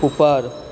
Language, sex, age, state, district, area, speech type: Maithili, female, 30-45, Bihar, Purnia, urban, read